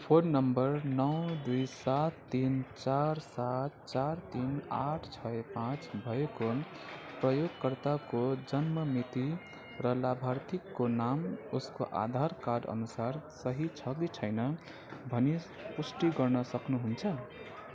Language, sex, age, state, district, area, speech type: Nepali, male, 30-45, West Bengal, Kalimpong, rural, read